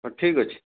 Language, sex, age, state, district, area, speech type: Odia, male, 18-30, Odisha, Jajpur, rural, conversation